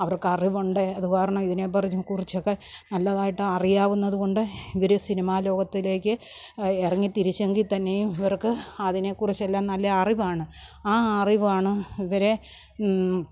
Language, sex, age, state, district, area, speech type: Malayalam, female, 45-60, Kerala, Pathanamthitta, rural, spontaneous